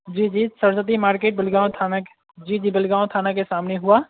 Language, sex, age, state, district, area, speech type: Hindi, male, 18-30, Bihar, Vaishali, urban, conversation